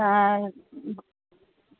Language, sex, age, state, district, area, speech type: Sindhi, female, 60+, Delhi, South Delhi, urban, conversation